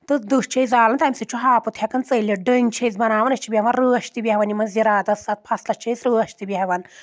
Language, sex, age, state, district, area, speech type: Kashmiri, female, 18-30, Jammu and Kashmir, Anantnag, rural, spontaneous